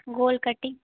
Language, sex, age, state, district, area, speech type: Hindi, female, 18-30, Bihar, Darbhanga, rural, conversation